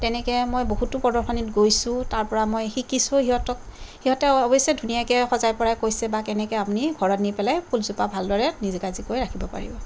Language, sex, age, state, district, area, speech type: Assamese, female, 30-45, Assam, Kamrup Metropolitan, urban, spontaneous